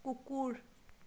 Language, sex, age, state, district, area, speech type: Assamese, female, 18-30, Assam, Biswanath, rural, read